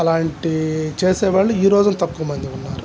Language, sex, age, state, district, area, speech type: Telugu, male, 60+, Andhra Pradesh, Guntur, urban, spontaneous